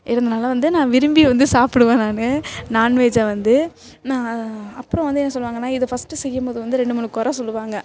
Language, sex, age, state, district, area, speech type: Tamil, female, 18-30, Tamil Nadu, Thanjavur, urban, spontaneous